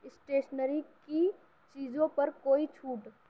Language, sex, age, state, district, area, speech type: Urdu, female, 18-30, Uttar Pradesh, Gautam Buddha Nagar, rural, read